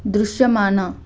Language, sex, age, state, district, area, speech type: Telugu, female, 18-30, Telangana, Medchal, urban, read